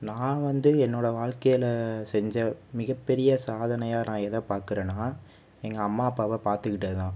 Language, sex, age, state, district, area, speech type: Tamil, male, 30-45, Tamil Nadu, Pudukkottai, rural, spontaneous